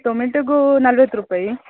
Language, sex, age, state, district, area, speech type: Kannada, female, 30-45, Karnataka, Dakshina Kannada, rural, conversation